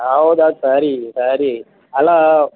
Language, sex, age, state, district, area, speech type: Kannada, male, 60+, Karnataka, Dakshina Kannada, rural, conversation